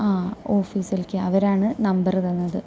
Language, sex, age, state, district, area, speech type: Malayalam, female, 18-30, Kerala, Thrissur, rural, spontaneous